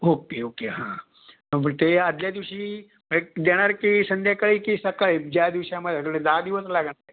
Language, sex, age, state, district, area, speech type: Marathi, male, 45-60, Maharashtra, Raigad, rural, conversation